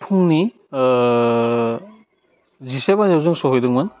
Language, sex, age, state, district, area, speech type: Bodo, male, 18-30, Assam, Udalguri, urban, spontaneous